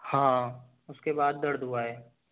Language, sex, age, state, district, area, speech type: Hindi, male, 30-45, Rajasthan, Karauli, rural, conversation